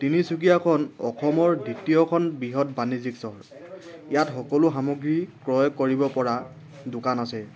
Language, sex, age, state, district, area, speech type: Assamese, male, 18-30, Assam, Tinsukia, urban, spontaneous